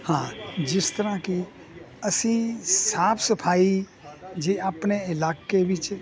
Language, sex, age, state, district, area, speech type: Punjabi, male, 60+, Punjab, Hoshiarpur, rural, spontaneous